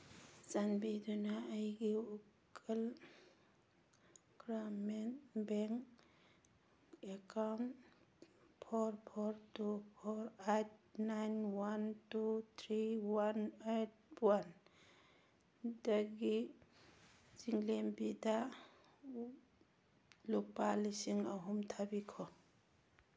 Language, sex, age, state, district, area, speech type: Manipuri, female, 45-60, Manipur, Churachandpur, rural, read